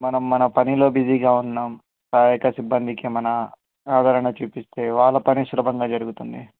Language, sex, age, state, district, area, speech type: Telugu, male, 18-30, Telangana, Hyderabad, urban, conversation